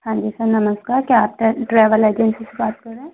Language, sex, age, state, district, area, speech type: Hindi, female, 18-30, Madhya Pradesh, Gwalior, rural, conversation